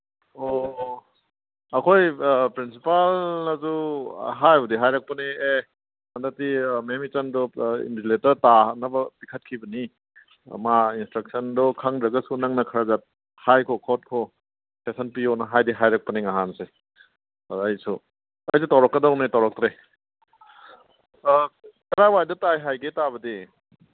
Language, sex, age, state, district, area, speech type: Manipuri, male, 30-45, Manipur, Kangpokpi, urban, conversation